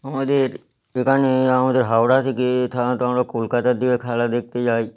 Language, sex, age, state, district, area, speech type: Bengali, male, 30-45, West Bengal, Howrah, urban, spontaneous